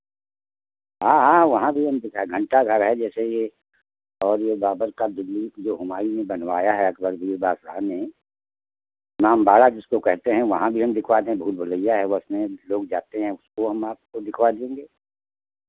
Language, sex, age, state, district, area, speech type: Hindi, male, 60+, Uttar Pradesh, Lucknow, rural, conversation